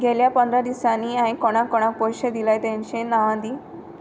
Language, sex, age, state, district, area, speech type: Goan Konkani, female, 18-30, Goa, Tiswadi, rural, read